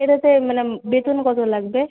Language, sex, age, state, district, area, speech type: Bengali, female, 18-30, West Bengal, Malda, rural, conversation